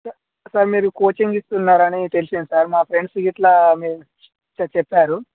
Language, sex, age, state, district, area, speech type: Telugu, male, 30-45, Telangana, Jangaon, rural, conversation